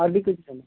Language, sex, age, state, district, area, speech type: Urdu, male, 18-30, Bihar, Purnia, rural, conversation